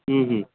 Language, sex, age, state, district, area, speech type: Odia, male, 30-45, Odisha, Sambalpur, rural, conversation